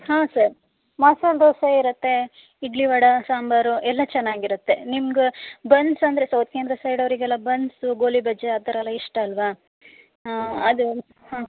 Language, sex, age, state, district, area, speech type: Kannada, female, 30-45, Karnataka, Shimoga, rural, conversation